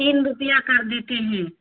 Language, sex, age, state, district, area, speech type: Urdu, female, 60+, Bihar, Khagaria, rural, conversation